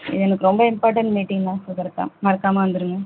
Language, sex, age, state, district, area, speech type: Tamil, female, 45-60, Tamil Nadu, Ariyalur, rural, conversation